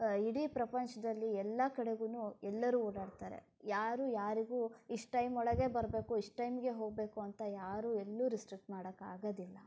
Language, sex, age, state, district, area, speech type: Kannada, female, 30-45, Karnataka, Shimoga, rural, spontaneous